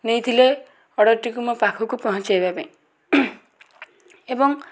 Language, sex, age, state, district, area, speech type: Odia, female, 18-30, Odisha, Bhadrak, rural, spontaneous